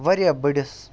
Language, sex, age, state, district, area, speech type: Kashmiri, male, 18-30, Jammu and Kashmir, Baramulla, rural, spontaneous